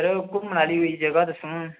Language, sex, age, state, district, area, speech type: Dogri, male, 18-30, Jammu and Kashmir, Reasi, rural, conversation